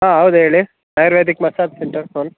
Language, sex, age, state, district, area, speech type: Kannada, male, 18-30, Karnataka, Mysore, rural, conversation